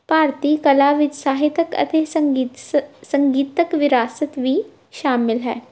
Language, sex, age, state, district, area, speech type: Punjabi, female, 18-30, Punjab, Tarn Taran, urban, spontaneous